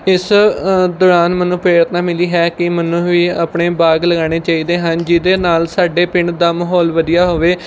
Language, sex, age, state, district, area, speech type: Punjabi, male, 18-30, Punjab, Mohali, rural, spontaneous